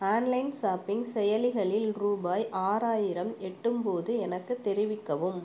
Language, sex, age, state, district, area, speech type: Tamil, female, 30-45, Tamil Nadu, Pudukkottai, urban, read